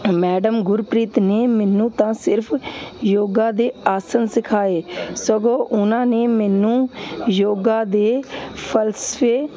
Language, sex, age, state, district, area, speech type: Punjabi, female, 30-45, Punjab, Hoshiarpur, urban, spontaneous